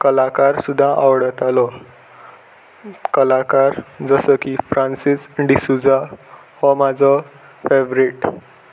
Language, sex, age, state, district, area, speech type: Goan Konkani, male, 18-30, Goa, Salcete, urban, spontaneous